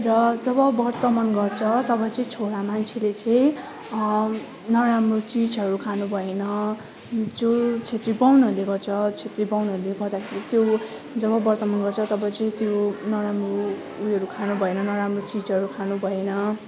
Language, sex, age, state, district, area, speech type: Nepali, female, 18-30, West Bengal, Darjeeling, rural, spontaneous